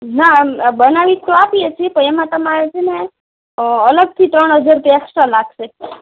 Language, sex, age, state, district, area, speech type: Gujarati, female, 30-45, Gujarat, Kutch, rural, conversation